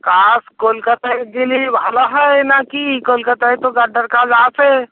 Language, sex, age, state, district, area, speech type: Bengali, male, 60+, West Bengal, North 24 Parganas, rural, conversation